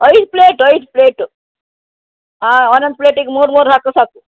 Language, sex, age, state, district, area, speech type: Kannada, female, 60+, Karnataka, Uttara Kannada, rural, conversation